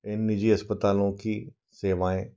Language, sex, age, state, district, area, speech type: Hindi, male, 45-60, Madhya Pradesh, Ujjain, urban, spontaneous